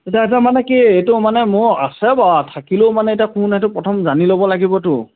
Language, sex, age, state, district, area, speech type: Assamese, male, 45-60, Assam, Lakhimpur, rural, conversation